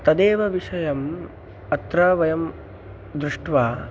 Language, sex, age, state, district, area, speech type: Sanskrit, male, 18-30, Maharashtra, Nagpur, urban, spontaneous